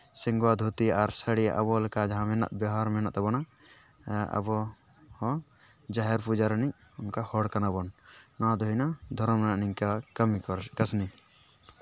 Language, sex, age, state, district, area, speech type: Santali, male, 18-30, West Bengal, Purulia, rural, spontaneous